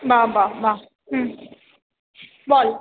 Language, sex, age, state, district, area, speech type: Bengali, female, 30-45, West Bengal, Purba Bardhaman, urban, conversation